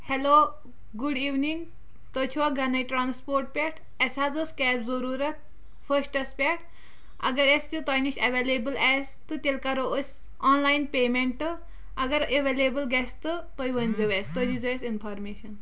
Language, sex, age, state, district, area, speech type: Kashmiri, female, 30-45, Jammu and Kashmir, Kulgam, rural, spontaneous